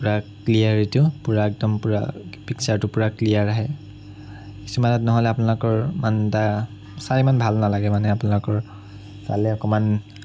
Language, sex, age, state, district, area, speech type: Assamese, male, 30-45, Assam, Sonitpur, rural, spontaneous